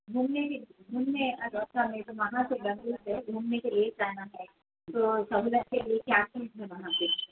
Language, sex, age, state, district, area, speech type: Urdu, female, 30-45, Telangana, Hyderabad, urban, conversation